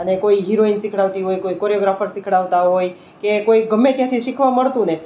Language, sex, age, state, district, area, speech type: Gujarati, female, 30-45, Gujarat, Rajkot, urban, spontaneous